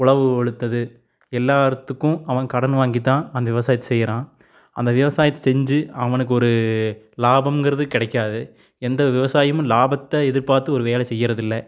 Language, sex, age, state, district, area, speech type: Tamil, male, 18-30, Tamil Nadu, Tiruppur, rural, spontaneous